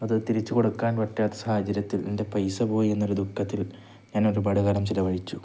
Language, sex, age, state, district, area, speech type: Malayalam, male, 18-30, Kerala, Kozhikode, rural, spontaneous